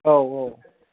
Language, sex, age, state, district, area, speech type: Bodo, male, 18-30, Assam, Kokrajhar, urban, conversation